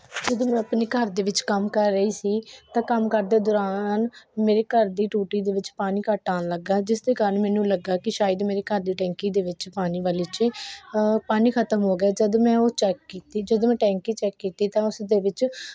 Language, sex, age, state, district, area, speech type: Punjabi, female, 18-30, Punjab, Faridkot, urban, spontaneous